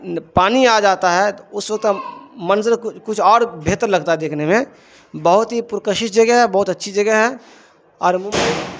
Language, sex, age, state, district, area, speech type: Urdu, male, 45-60, Bihar, Darbhanga, rural, spontaneous